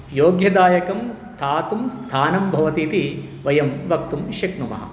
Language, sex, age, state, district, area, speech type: Sanskrit, male, 30-45, Telangana, Medchal, urban, spontaneous